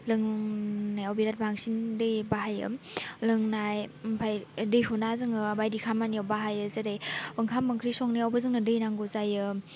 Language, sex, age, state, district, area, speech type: Bodo, female, 18-30, Assam, Baksa, rural, spontaneous